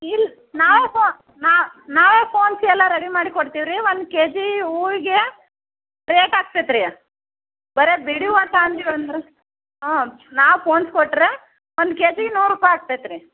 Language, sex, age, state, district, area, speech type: Kannada, female, 30-45, Karnataka, Vijayanagara, rural, conversation